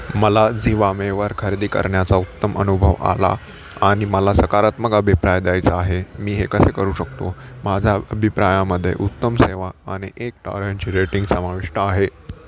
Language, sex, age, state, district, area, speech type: Marathi, male, 18-30, Maharashtra, Nashik, urban, read